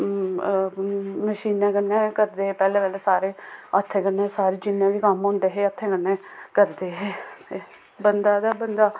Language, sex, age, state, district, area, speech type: Dogri, female, 30-45, Jammu and Kashmir, Samba, rural, spontaneous